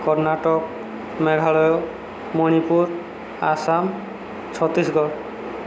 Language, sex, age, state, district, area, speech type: Odia, male, 45-60, Odisha, Subarnapur, urban, spontaneous